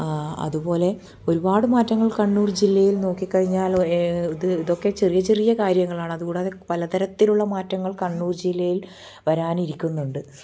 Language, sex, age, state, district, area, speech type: Malayalam, female, 30-45, Kerala, Kannur, rural, spontaneous